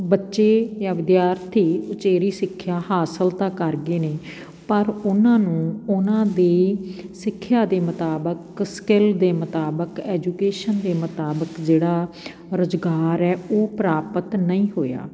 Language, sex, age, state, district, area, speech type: Punjabi, female, 45-60, Punjab, Patiala, rural, spontaneous